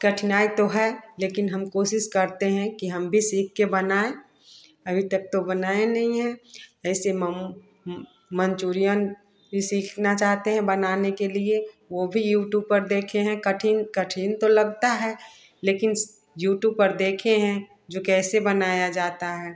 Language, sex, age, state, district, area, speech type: Hindi, female, 30-45, Bihar, Samastipur, rural, spontaneous